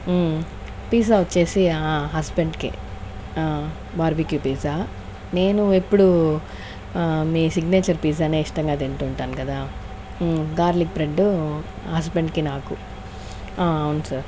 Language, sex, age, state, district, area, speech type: Telugu, female, 30-45, Andhra Pradesh, Chittoor, rural, spontaneous